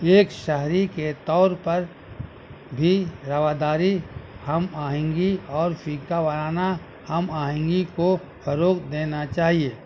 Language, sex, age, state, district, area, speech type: Urdu, male, 60+, Bihar, Gaya, urban, spontaneous